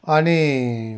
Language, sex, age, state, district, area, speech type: Nepali, male, 60+, West Bengal, Darjeeling, rural, spontaneous